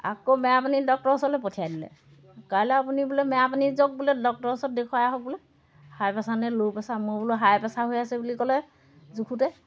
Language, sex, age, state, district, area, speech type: Assamese, female, 60+, Assam, Golaghat, rural, spontaneous